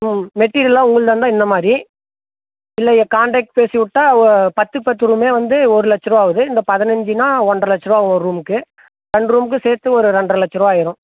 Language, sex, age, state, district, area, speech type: Tamil, male, 30-45, Tamil Nadu, Dharmapuri, rural, conversation